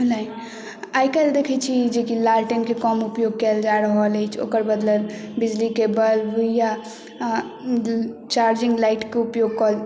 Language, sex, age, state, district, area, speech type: Maithili, female, 18-30, Bihar, Madhubani, urban, spontaneous